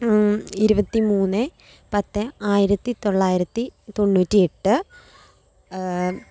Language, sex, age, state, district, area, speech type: Malayalam, female, 18-30, Kerala, Kollam, rural, spontaneous